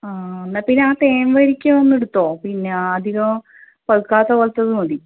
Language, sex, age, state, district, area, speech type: Malayalam, female, 30-45, Kerala, Kannur, rural, conversation